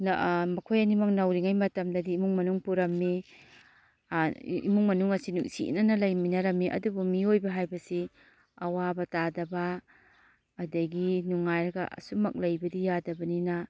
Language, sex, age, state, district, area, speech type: Manipuri, female, 45-60, Manipur, Kakching, rural, spontaneous